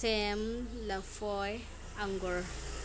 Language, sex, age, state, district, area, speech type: Manipuri, female, 30-45, Manipur, Imphal East, rural, spontaneous